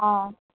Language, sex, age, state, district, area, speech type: Assamese, female, 18-30, Assam, Dibrugarh, rural, conversation